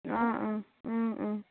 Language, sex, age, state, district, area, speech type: Assamese, female, 18-30, Assam, Charaideo, rural, conversation